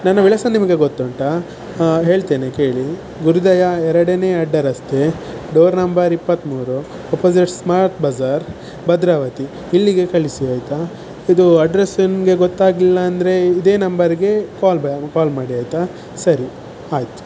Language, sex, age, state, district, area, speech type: Kannada, male, 18-30, Karnataka, Shimoga, rural, spontaneous